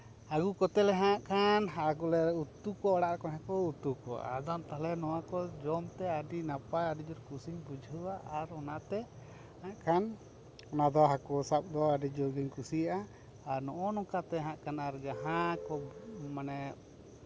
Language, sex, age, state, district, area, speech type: Santali, male, 30-45, West Bengal, Bankura, rural, spontaneous